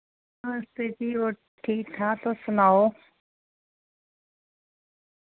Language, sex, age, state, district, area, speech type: Dogri, female, 45-60, Jammu and Kashmir, Udhampur, rural, conversation